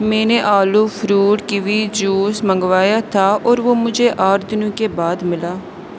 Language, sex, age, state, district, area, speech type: Urdu, female, 18-30, Uttar Pradesh, Aligarh, urban, read